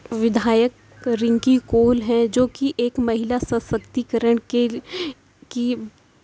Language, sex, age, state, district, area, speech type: Urdu, female, 18-30, Uttar Pradesh, Mirzapur, rural, spontaneous